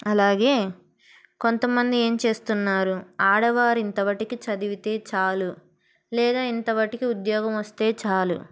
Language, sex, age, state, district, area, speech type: Telugu, female, 18-30, Andhra Pradesh, Palnadu, rural, spontaneous